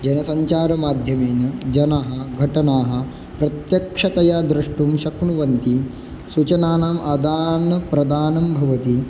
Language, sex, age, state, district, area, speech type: Sanskrit, male, 18-30, Maharashtra, Beed, urban, spontaneous